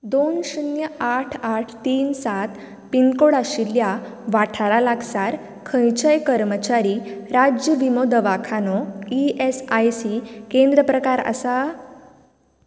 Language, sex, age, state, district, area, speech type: Goan Konkani, female, 18-30, Goa, Canacona, rural, read